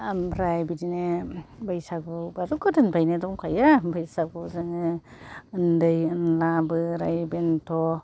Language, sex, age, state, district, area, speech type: Bodo, female, 60+, Assam, Kokrajhar, urban, spontaneous